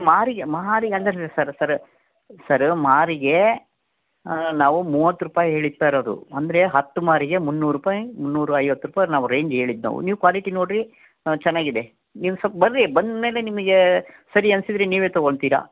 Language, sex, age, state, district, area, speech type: Kannada, male, 45-60, Karnataka, Davanagere, rural, conversation